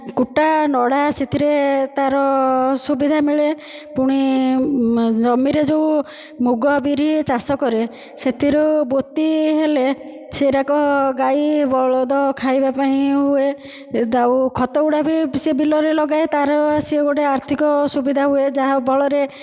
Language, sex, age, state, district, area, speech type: Odia, female, 30-45, Odisha, Dhenkanal, rural, spontaneous